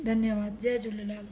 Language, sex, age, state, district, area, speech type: Sindhi, female, 30-45, Gujarat, Surat, urban, spontaneous